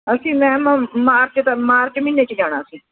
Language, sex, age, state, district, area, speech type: Punjabi, female, 60+, Punjab, Ludhiana, urban, conversation